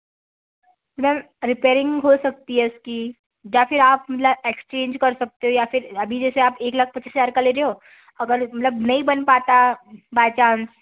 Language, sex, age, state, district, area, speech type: Hindi, female, 30-45, Madhya Pradesh, Balaghat, rural, conversation